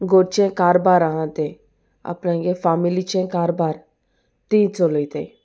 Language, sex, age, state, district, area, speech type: Goan Konkani, female, 18-30, Goa, Salcete, rural, spontaneous